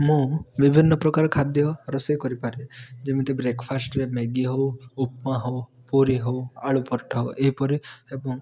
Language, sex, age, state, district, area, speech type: Odia, male, 18-30, Odisha, Rayagada, urban, spontaneous